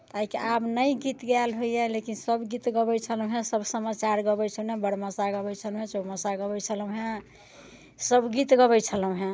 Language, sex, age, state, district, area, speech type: Maithili, female, 60+, Bihar, Muzaffarpur, urban, spontaneous